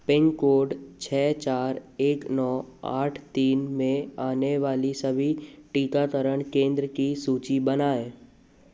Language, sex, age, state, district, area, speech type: Hindi, male, 30-45, Madhya Pradesh, Jabalpur, urban, read